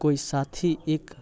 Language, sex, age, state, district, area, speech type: Maithili, male, 30-45, Bihar, Muzaffarpur, urban, spontaneous